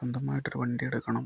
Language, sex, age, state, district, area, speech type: Malayalam, male, 30-45, Kerala, Kozhikode, urban, spontaneous